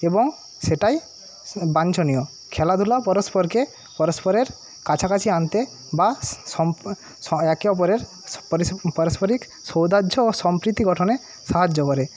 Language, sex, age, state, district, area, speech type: Bengali, male, 30-45, West Bengal, Paschim Medinipur, rural, spontaneous